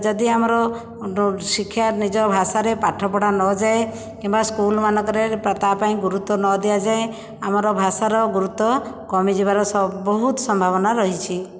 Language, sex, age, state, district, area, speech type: Odia, female, 60+, Odisha, Jajpur, rural, spontaneous